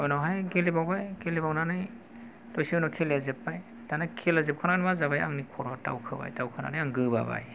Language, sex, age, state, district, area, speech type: Bodo, male, 45-60, Assam, Kokrajhar, rural, spontaneous